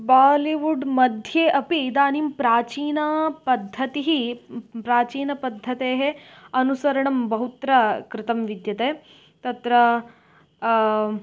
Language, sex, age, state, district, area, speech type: Sanskrit, female, 18-30, Karnataka, Uttara Kannada, rural, spontaneous